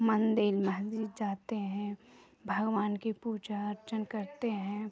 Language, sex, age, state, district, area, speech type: Hindi, female, 30-45, Uttar Pradesh, Chandauli, urban, spontaneous